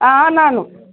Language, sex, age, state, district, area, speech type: Malayalam, female, 45-60, Kerala, Pathanamthitta, urban, conversation